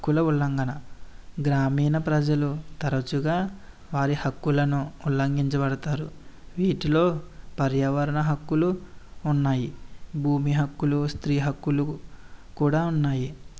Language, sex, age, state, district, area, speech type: Telugu, male, 18-30, Andhra Pradesh, East Godavari, rural, spontaneous